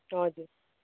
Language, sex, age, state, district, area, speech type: Nepali, female, 30-45, West Bengal, Darjeeling, rural, conversation